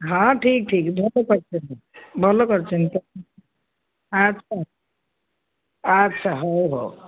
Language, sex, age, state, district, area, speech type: Odia, female, 60+, Odisha, Gajapati, rural, conversation